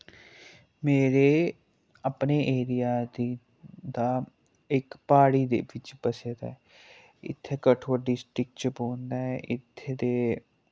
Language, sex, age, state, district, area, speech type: Dogri, male, 18-30, Jammu and Kashmir, Kathua, rural, spontaneous